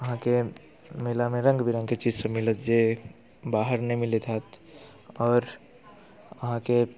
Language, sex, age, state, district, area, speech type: Maithili, male, 18-30, Bihar, Muzaffarpur, rural, spontaneous